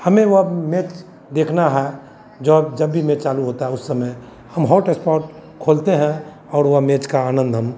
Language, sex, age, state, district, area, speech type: Hindi, male, 45-60, Bihar, Madhepura, rural, spontaneous